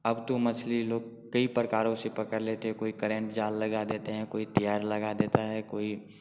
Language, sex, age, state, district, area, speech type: Hindi, male, 18-30, Bihar, Darbhanga, rural, spontaneous